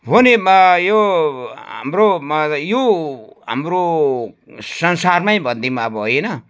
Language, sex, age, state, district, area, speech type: Nepali, male, 60+, West Bengal, Jalpaiguri, urban, spontaneous